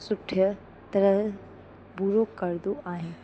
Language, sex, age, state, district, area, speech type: Sindhi, female, 30-45, Uttar Pradesh, Lucknow, urban, spontaneous